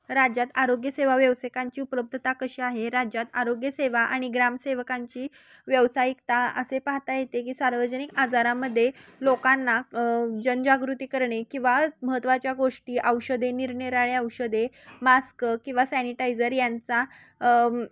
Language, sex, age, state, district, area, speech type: Marathi, female, 18-30, Maharashtra, Kolhapur, urban, spontaneous